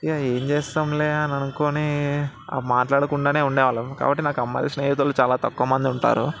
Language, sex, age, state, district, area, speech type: Telugu, male, 18-30, Telangana, Ranga Reddy, urban, spontaneous